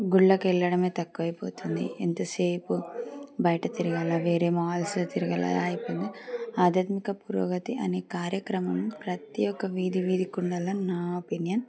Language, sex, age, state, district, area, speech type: Telugu, female, 30-45, Telangana, Medchal, urban, spontaneous